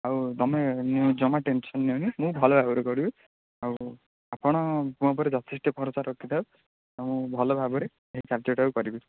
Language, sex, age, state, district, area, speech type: Odia, male, 18-30, Odisha, Jagatsinghpur, rural, conversation